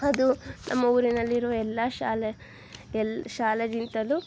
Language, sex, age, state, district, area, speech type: Kannada, female, 18-30, Karnataka, Chitradurga, rural, spontaneous